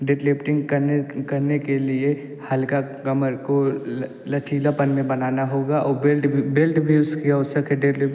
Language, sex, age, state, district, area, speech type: Hindi, male, 18-30, Uttar Pradesh, Jaunpur, urban, spontaneous